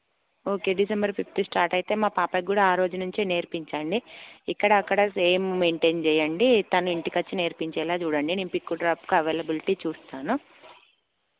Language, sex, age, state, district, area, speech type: Telugu, female, 30-45, Telangana, Karimnagar, urban, conversation